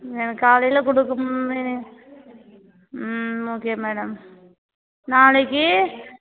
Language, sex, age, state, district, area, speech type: Tamil, female, 30-45, Tamil Nadu, Tiruvannamalai, rural, conversation